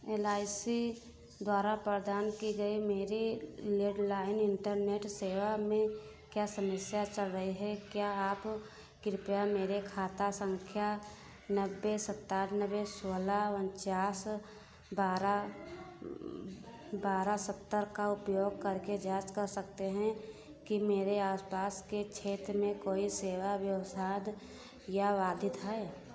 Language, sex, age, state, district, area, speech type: Hindi, female, 60+, Uttar Pradesh, Ayodhya, rural, read